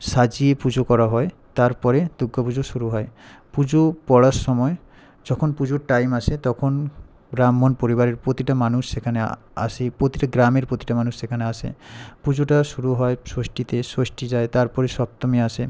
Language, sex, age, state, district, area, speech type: Bengali, male, 18-30, West Bengal, Purba Medinipur, rural, spontaneous